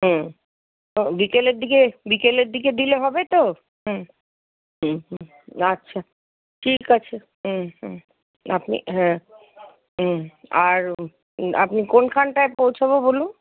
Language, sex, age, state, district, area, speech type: Bengali, female, 60+, West Bengal, Paschim Bardhaman, urban, conversation